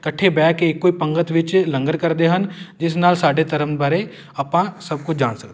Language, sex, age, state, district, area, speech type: Punjabi, male, 18-30, Punjab, Amritsar, urban, spontaneous